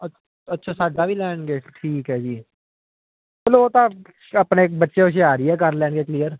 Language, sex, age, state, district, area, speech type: Punjabi, male, 18-30, Punjab, Ludhiana, urban, conversation